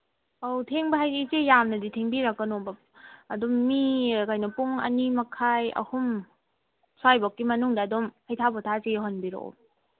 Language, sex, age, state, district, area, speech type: Manipuri, female, 18-30, Manipur, Kangpokpi, urban, conversation